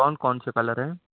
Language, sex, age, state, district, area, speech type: Urdu, male, 18-30, Maharashtra, Nashik, urban, conversation